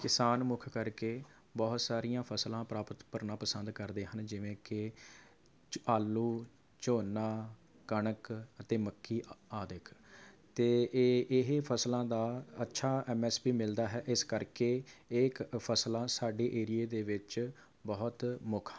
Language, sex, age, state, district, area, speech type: Punjabi, male, 30-45, Punjab, Rupnagar, urban, spontaneous